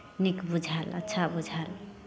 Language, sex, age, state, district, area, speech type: Maithili, female, 30-45, Bihar, Samastipur, rural, spontaneous